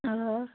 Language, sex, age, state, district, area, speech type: Kashmiri, female, 18-30, Jammu and Kashmir, Ganderbal, rural, conversation